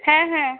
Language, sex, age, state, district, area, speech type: Bengali, female, 45-60, West Bengal, Hooghly, rural, conversation